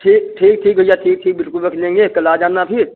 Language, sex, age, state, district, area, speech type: Hindi, male, 30-45, Uttar Pradesh, Hardoi, rural, conversation